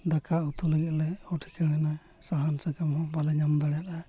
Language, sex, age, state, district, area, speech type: Santali, male, 45-60, Odisha, Mayurbhanj, rural, spontaneous